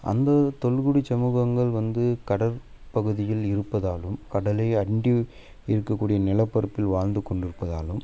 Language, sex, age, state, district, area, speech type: Tamil, male, 18-30, Tamil Nadu, Dharmapuri, rural, spontaneous